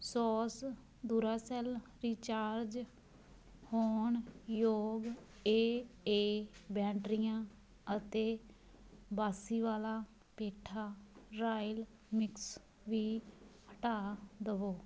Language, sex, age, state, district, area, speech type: Punjabi, female, 30-45, Punjab, Muktsar, urban, read